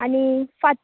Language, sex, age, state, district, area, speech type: Goan Konkani, female, 18-30, Goa, Tiswadi, rural, conversation